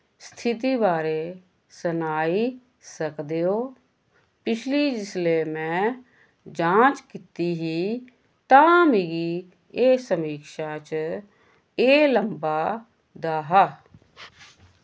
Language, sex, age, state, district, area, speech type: Dogri, female, 45-60, Jammu and Kashmir, Samba, rural, read